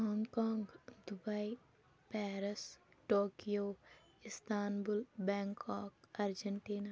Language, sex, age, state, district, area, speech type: Kashmiri, female, 18-30, Jammu and Kashmir, Shopian, rural, spontaneous